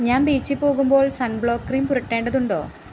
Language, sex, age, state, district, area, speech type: Malayalam, female, 18-30, Kerala, Ernakulam, rural, read